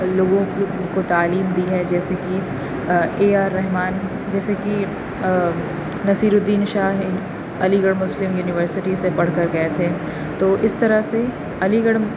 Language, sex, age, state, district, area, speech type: Urdu, female, 30-45, Uttar Pradesh, Aligarh, urban, spontaneous